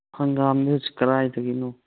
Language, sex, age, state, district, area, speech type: Manipuri, male, 30-45, Manipur, Thoubal, rural, conversation